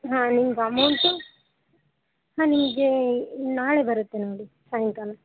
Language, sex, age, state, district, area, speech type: Kannada, female, 18-30, Karnataka, Gadag, rural, conversation